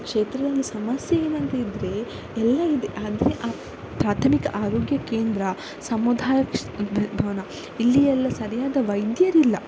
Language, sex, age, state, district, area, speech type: Kannada, female, 18-30, Karnataka, Udupi, rural, spontaneous